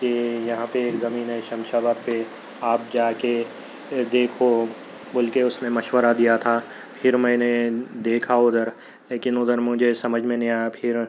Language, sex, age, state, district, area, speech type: Urdu, male, 30-45, Telangana, Hyderabad, urban, spontaneous